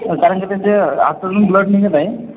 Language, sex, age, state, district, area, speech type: Marathi, male, 30-45, Maharashtra, Buldhana, rural, conversation